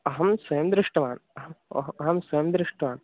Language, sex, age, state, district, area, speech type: Sanskrit, male, 18-30, Uttar Pradesh, Mirzapur, rural, conversation